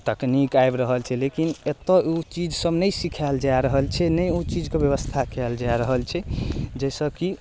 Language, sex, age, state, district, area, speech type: Maithili, male, 18-30, Bihar, Darbhanga, rural, spontaneous